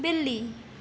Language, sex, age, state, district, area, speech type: Hindi, female, 18-30, Madhya Pradesh, Chhindwara, urban, read